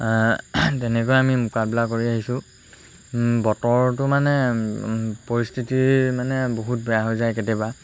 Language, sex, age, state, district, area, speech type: Assamese, male, 18-30, Assam, Lakhimpur, rural, spontaneous